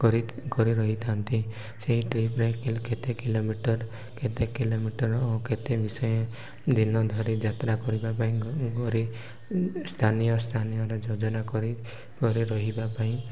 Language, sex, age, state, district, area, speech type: Odia, male, 18-30, Odisha, Koraput, urban, spontaneous